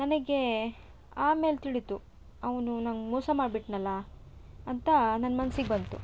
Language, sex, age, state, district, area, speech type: Kannada, female, 30-45, Karnataka, Shimoga, rural, spontaneous